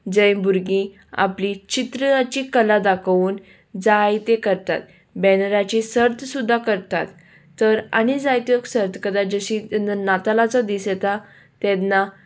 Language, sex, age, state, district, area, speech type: Goan Konkani, female, 18-30, Goa, Salcete, urban, spontaneous